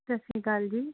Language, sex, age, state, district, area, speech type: Punjabi, female, 18-30, Punjab, Mohali, urban, conversation